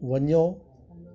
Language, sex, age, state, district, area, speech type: Sindhi, male, 60+, Delhi, South Delhi, urban, read